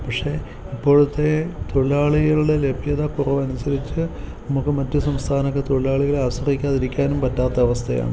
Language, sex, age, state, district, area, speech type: Malayalam, male, 45-60, Kerala, Kottayam, urban, spontaneous